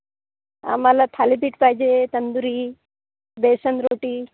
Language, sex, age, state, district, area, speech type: Marathi, female, 45-60, Maharashtra, Akola, rural, conversation